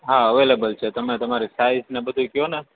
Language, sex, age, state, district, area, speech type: Gujarati, male, 18-30, Gujarat, Junagadh, urban, conversation